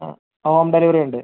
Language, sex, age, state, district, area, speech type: Malayalam, male, 18-30, Kerala, Idukki, rural, conversation